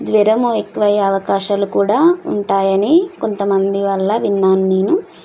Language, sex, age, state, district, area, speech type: Telugu, female, 18-30, Telangana, Nalgonda, urban, spontaneous